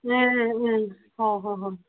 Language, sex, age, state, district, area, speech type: Manipuri, female, 60+, Manipur, Ukhrul, rural, conversation